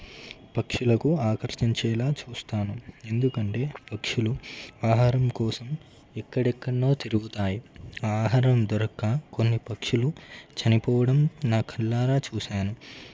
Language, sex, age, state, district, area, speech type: Telugu, male, 18-30, Telangana, Ranga Reddy, urban, spontaneous